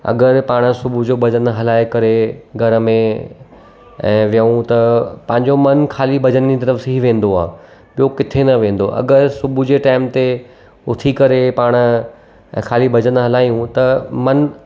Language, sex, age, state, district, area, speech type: Sindhi, male, 30-45, Gujarat, Surat, urban, spontaneous